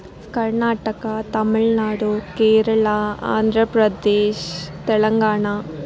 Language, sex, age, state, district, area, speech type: Kannada, female, 30-45, Karnataka, Bangalore Urban, rural, spontaneous